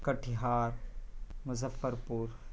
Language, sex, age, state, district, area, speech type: Urdu, male, 18-30, Bihar, Purnia, rural, spontaneous